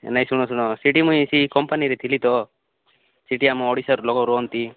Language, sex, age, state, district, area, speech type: Odia, male, 18-30, Odisha, Nabarangpur, urban, conversation